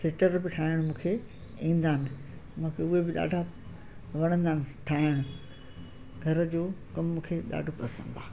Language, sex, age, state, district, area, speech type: Sindhi, female, 60+, Madhya Pradesh, Katni, urban, spontaneous